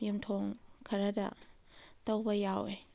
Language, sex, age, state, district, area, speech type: Manipuri, female, 30-45, Manipur, Kakching, rural, spontaneous